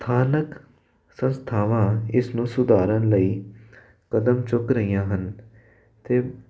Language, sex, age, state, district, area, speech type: Punjabi, male, 18-30, Punjab, Jalandhar, urban, spontaneous